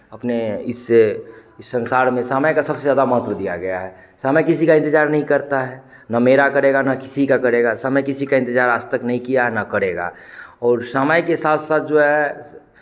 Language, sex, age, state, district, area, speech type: Hindi, male, 30-45, Bihar, Madhepura, rural, spontaneous